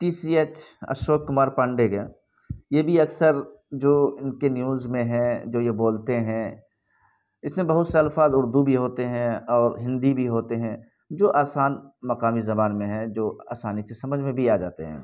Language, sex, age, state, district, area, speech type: Urdu, male, 18-30, Bihar, Purnia, rural, spontaneous